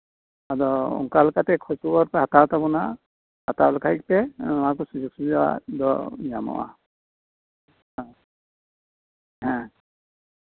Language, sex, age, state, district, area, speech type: Santali, male, 60+, West Bengal, Birbhum, rural, conversation